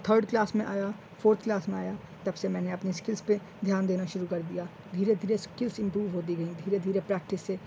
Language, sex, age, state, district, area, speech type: Urdu, male, 18-30, Uttar Pradesh, Shahjahanpur, urban, spontaneous